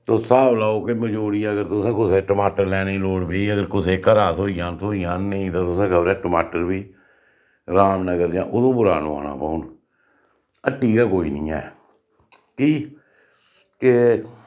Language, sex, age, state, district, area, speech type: Dogri, male, 60+, Jammu and Kashmir, Reasi, rural, spontaneous